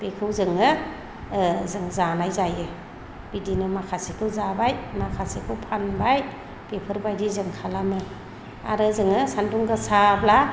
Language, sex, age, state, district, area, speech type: Bodo, female, 45-60, Assam, Chirang, rural, spontaneous